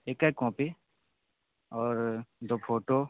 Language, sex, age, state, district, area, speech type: Hindi, male, 45-60, Uttar Pradesh, Sonbhadra, rural, conversation